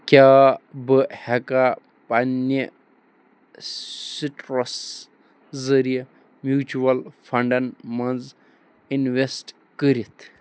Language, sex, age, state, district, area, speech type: Kashmiri, male, 30-45, Jammu and Kashmir, Bandipora, rural, read